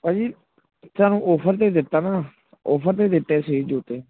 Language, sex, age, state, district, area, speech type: Punjabi, male, 18-30, Punjab, Gurdaspur, urban, conversation